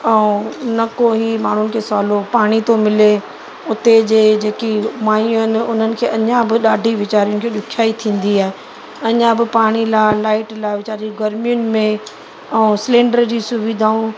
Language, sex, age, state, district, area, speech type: Sindhi, female, 45-60, Uttar Pradesh, Lucknow, rural, spontaneous